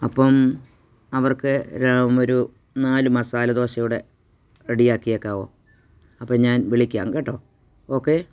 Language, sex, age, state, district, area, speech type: Malayalam, female, 60+, Kerala, Kottayam, rural, spontaneous